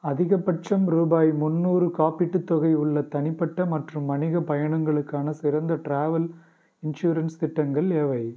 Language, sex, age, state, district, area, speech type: Tamil, male, 30-45, Tamil Nadu, Pudukkottai, rural, read